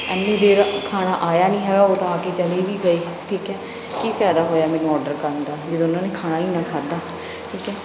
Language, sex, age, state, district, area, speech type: Punjabi, female, 30-45, Punjab, Bathinda, urban, spontaneous